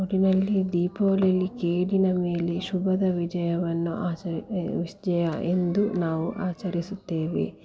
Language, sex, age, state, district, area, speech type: Kannada, female, 18-30, Karnataka, Dakshina Kannada, rural, spontaneous